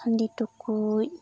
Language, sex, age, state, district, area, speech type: Santali, female, 30-45, West Bengal, Purba Bardhaman, rural, spontaneous